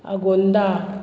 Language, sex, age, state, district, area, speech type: Goan Konkani, female, 45-60, Goa, Murmgao, urban, spontaneous